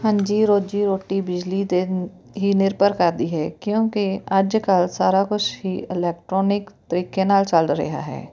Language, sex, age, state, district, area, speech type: Punjabi, female, 30-45, Punjab, Fatehgarh Sahib, rural, spontaneous